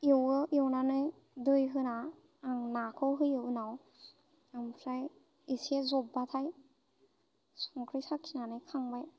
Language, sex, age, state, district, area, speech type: Bodo, female, 18-30, Assam, Baksa, rural, spontaneous